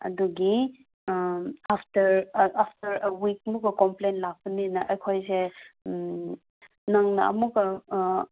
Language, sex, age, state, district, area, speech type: Manipuri, female, 18-30, Manipur, Kangpokpi, urban, conversation